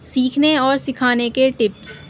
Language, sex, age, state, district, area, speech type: Urdu, female, 18-30, Delhi, North East Delhi, urban, spontaneous